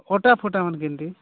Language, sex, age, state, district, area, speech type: Odia, male, 45-60, Odisha, Nabarangpur, rural, conversation